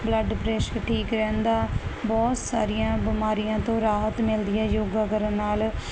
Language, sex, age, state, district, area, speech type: Punjabi, female, 30-45, Punjab, Barnala, rural, spontaneous